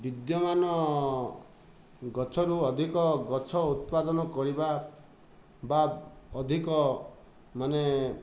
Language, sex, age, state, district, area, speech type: Odia, male, 60+, Odisha, Kandhamal, rural, spontaneous